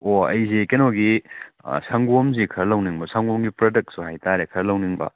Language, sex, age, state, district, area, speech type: Manipuri, male, 18-30, Manipur, Kakching, rural, conversation